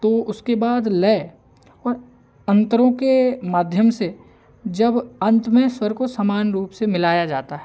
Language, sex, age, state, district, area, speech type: Hindi, male, 18-30, Madhya Pradesh, Hoshangabad, rural, spontaneous